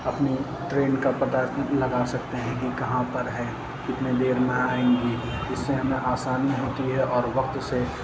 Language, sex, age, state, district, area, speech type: Urdu, male, 18-30, Uttar Pradesh, Lucknow, urban, spontaneous